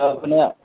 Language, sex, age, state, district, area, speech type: Maithili, male, 45-60, Bihar, Madhubani, rural, conversation